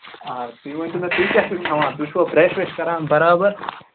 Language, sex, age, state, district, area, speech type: Kashmiri, male, 18-30, Jammu and Kashmir, Ganderbal, rural, conversation